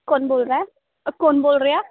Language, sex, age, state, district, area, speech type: Punjabi, female, 18-30, Punjab, Ludhiana, rural, conversation